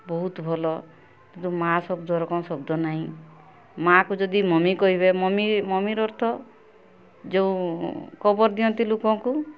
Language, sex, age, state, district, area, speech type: Odia, female, 45-60, Odisha, Mayurbhanj, rural, spontaneous